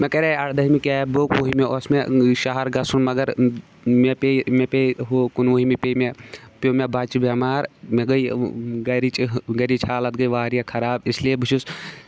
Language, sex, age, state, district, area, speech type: Kashmiri, male, 18-30, Jammu and Kashmir, Shopian, rural, spontaneous